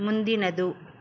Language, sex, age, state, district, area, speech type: Kannada, female, 45-60, Karnataka, Bangalore Urban, rural, read